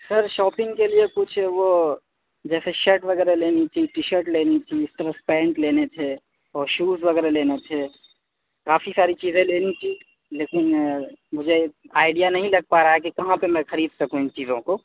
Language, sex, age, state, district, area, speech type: Urdu, male, 18-30, Delhi, South Delhi, urban, conversation